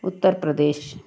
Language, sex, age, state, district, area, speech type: Malayalam, female, 45-60, Kerala, Wayanad, rural, spontaneous